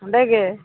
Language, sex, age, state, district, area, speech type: Santali, female, 30-45, Jharkhand, East Singhbhum, rural, conversation